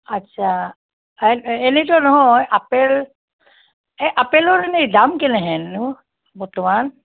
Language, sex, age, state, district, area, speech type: Assamese, female, 60+, Assam, Barpeta, rural, conversation